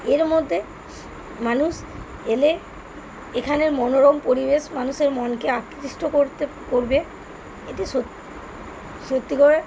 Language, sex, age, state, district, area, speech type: Bengali, female, 30-45, West Bengal, Birbhum, urban, spontaneous